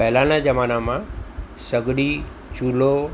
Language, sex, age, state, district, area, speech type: Gujarati, male, 60+, Gujarat, Anand, urban, spontaneous